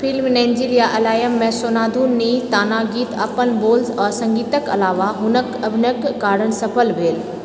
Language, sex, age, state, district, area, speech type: Maithili, female, 45-60, Bihar, Purnia, rural, read